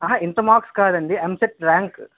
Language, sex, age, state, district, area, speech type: Telugu, male, 18-30, Andhra Pradesh, Visakhapatnam, rural, conversation